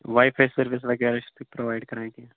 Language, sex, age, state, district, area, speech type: Kashmiri, male, 18-30, Jammu and Kashmir, Ganderbal, rural, conversation